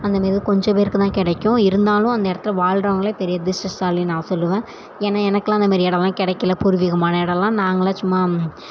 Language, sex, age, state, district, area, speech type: Tamil, female, 18-30, Tamil Nadu, Thanjavur, rural, spontaneous